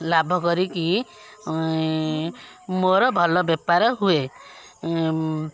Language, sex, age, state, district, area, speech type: Odia, female, 45-60, Odisha, Kendujhar, urban, spontaneous